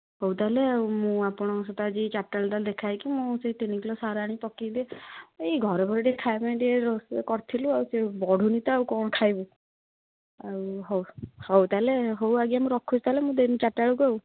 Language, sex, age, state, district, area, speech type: Odia, female, 18-30, Odisha, Kendujhar, urban, conversation